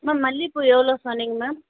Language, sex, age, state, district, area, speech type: Tamil, female, 18-30, Tamil Nadu, Chennai, urban, conversation